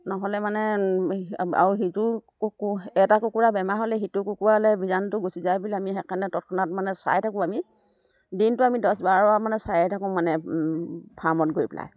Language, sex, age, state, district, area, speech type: Assamese, female, 60+, Assam, Dibrugarh, rural, spontaneous